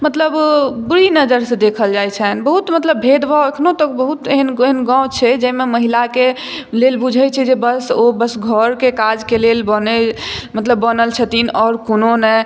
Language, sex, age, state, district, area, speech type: Maithili, female, 18-30, Bihar, Madhubani, rural, spontaneous